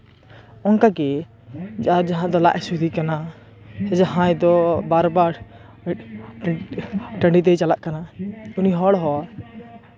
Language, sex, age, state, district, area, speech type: Santali, male, 18-30, West Bengal, Purba Bardhaman, rural, spontaneous